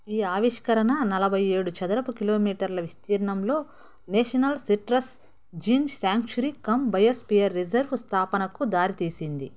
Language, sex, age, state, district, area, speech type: Telugu, female, 30-45, Andhra Pradesh, Nellore, urban, read